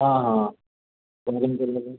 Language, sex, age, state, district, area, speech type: Odia, male, 60+, Odisha, Gajapati, rural, conversation